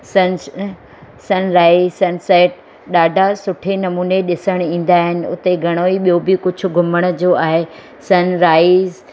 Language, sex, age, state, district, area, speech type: Sindhi, female, 45-60, Gujarat, Surat, urban, spontaneous